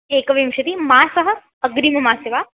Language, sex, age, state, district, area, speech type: Sanskrit, female, 18-30, Maharashtra, Nagpur, urban, conversation